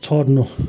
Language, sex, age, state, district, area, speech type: Nepali, male, 60+, West Bengal, Kalimpong, rural, read